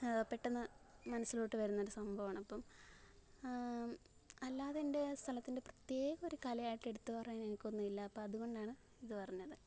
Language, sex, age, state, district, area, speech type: Malayalam, female, 18-30, Kerala, Alappuzha, rural, spontaneous